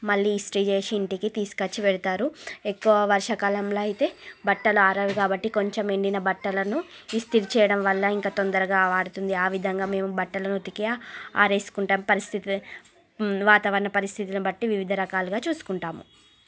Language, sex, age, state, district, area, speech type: Telugu, female, 30-45, Andhra Pradesh, Srikakulam, urban, spontaneous